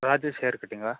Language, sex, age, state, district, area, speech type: Kannada, male, 18-30, Karnataka, Shimoga, rural, conversation